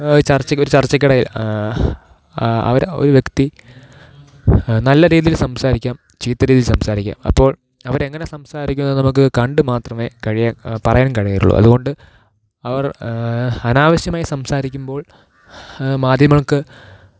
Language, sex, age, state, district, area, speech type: Malayalam, male, 18-30, Kerala, Thiruvananthapuram, rural, spontaneous